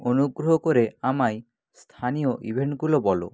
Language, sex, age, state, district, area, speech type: Bengali, male, 30-45, West Bengal, Nadia, rural, read